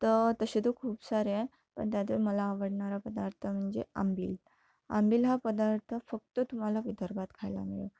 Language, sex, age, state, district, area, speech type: Marathi, female, 18-30, Maharashtra, Amravati, rural, spontaneous